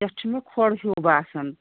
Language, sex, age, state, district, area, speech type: Kashmiri, female, 30-45, Jammu and Kashmir, Kulgam, rural, conversation